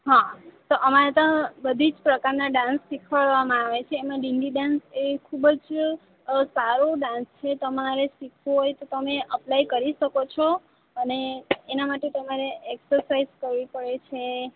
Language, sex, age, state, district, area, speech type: Gujarati, female, 18-30, Gujarat, Valsad, rural, conversation